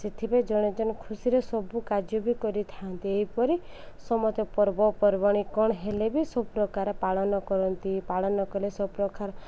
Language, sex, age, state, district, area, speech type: Odia, female, 30-45, Odisha, Koraput, urban, spontaneous